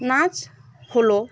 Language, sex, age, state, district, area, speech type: Bengali, female, 18-30, West Bengal, Murshidabad, rural, spontaneous